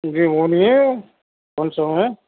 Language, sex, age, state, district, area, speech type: Urdu, male, 30-45, Uttar Pradesh, Gautam Buddha Nagar, rural, conversation